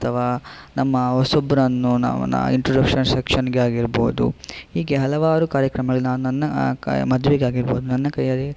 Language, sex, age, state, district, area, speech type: Kannada, male, 18-30, Karnataka, Udupi, rural, spontaneous